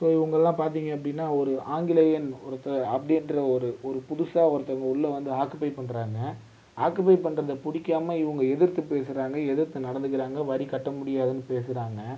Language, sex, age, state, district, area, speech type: Tamil, male, 30-45, Tamil Nadu, Viluppuram, urban, spontaneous